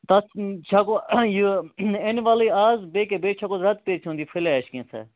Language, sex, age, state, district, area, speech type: Kashmiri, male, 45-60, Jammu and Kashmir, Baramulla, rural, conversation